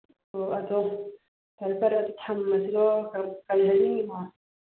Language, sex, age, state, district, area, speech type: Manipuri, female, 45-60, Manipur, Churachandpur, urban, conversation